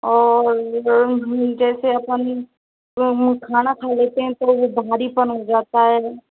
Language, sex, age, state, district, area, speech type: Hindi, female, 45-60, Rajasthan, Karauli, rural, conversation